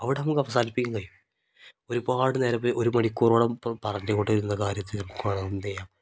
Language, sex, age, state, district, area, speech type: Malayalam, male, 18-30, Kerala, Kozhikode, rural, spontaneous